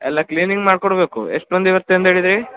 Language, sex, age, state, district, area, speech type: Kannada, male, 18-30, Karnataka, Uttara Kannada, rural, conversation